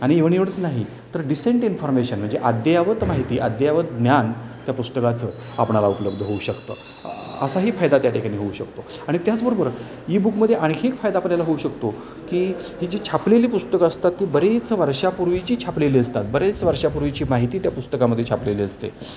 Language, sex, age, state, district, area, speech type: Marathi, male, 60+, Maharashtra, Satara, urban, spontaneous